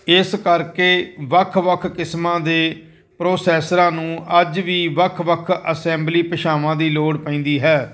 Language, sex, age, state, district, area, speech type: Punjabi, male, 45-60, Punjab, Firozpur, rural, read